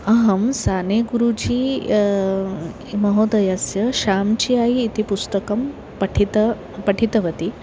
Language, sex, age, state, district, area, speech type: Sanskrit, female, 30-45, Maharashtra, Nagpur, urban, spontaneous